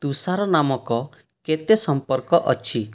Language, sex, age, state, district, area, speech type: Odia, male, 18-30, Odisha, Boudh, rural, read